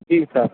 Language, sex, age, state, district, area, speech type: Hindi, male, 18-30, Madhya Pradesh, Hoshangabad, urban, conversation